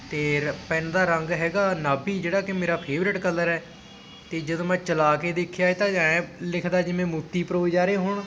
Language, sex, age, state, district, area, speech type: Punjabi, male, 18-30, Punjab, Patiala, rural, spontaneous